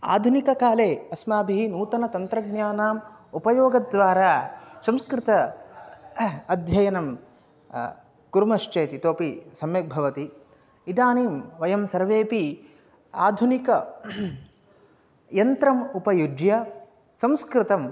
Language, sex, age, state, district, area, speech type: Sanskrit, male, 18-30, Karnataka, Chikkamagaluru, urban, spontaneous